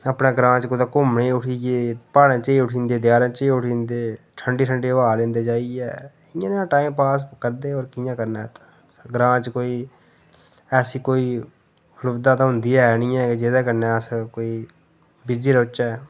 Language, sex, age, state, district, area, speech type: Dogri, male, 30-45, Jammu and Kashmir, Udhampur, rural, spontaneous